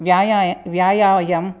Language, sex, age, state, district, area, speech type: Sanskrit, female, 45-60, Karnataka, Dakshina Kannada, urban, spontaneous